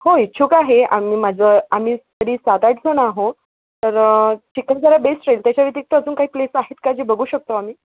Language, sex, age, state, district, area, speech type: Marathi, female, 30-45, Maharashtra, Wardha, urban, conversation